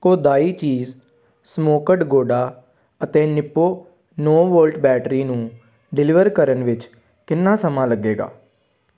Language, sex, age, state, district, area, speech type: Punjabi, male, 18-30, Punjab, Amritsar, urban, read